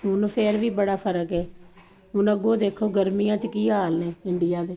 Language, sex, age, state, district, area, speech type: Punjabi, female, 45-60, Punjab, Kapurthala, urban, spontaneous